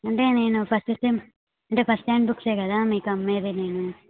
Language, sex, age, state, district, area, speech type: Telugu, female, 18-30, Telangana, Suryapet, urban, conversation